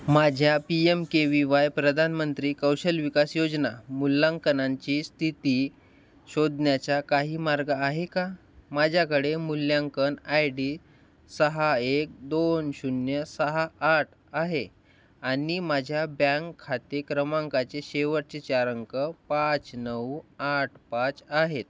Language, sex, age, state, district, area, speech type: Marathi, male, 18-30, Maharashtra, Nagpur, rural, read